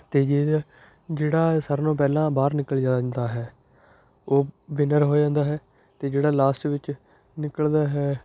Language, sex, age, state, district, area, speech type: Punjabi, male, 18-30, Punjab, Shaheed Bhagat Singh Nagar, urban, spontaneous